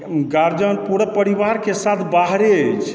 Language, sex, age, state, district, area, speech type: Maithili, male, 45-60, Bihar, Supaul, rural, spontaneous